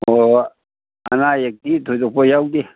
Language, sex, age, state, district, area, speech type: Manipuri, male, 60+, Manipur, Imphal East, rural, conversation